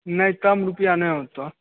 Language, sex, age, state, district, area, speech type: Maithili, male, 18-30, Bihar, Begusarai, rural, conversation